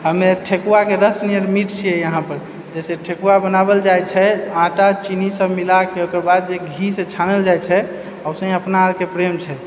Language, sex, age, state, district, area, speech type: Maithili, male, 30-45, Bihar, Purnia, urban, spontaneous